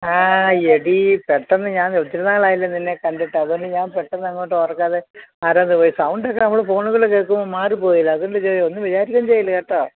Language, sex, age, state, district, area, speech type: Malayalam, female, 60+, Kerala, Thiruvananthapuram, urban, conversation